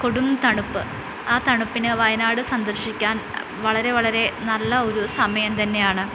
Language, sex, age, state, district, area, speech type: Malayalam, female, 18-30, Kerala, Wayanad, rural, spontaneous